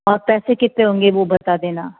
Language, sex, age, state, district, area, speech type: Hindi, female, 30-45, Rajasthan, Jodhpur, urban, conversation